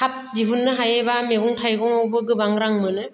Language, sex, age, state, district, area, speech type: Bodo, female, 45-60, Assam, Baksa, rural, spontaneous